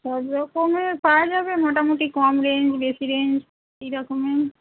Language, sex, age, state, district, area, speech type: Bengali, female, 45-60, West Bengal, Hooghly, rural, conversation